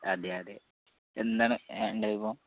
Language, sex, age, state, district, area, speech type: Malayalam, male, 18-30, Kerala, Malappuram, urban, conversation